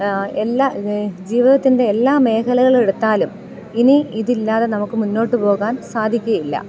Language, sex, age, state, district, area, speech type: Malayalam, female, 30-45, Kerala, Thiruvananthapuram, urban, spontaneous